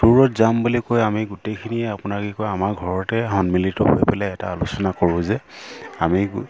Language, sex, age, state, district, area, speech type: Assamese, male, 30-45, Assam, Sivasagar, rural, spontaneous